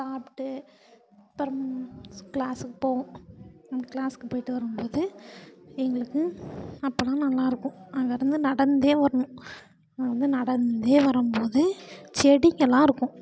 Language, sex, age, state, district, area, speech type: Tamil, female, 45-60, Tamil Nadu, Perambalur, rural, spontaneous